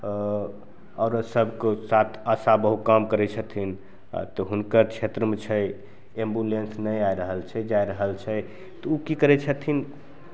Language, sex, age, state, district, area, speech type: Maithili, male, 30-45, Bihar, Begusarai, urban, spontaneous